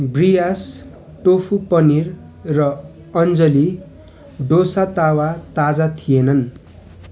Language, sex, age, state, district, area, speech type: Nepali, male, 18-30, West Bengal, Darjeeling, rural, read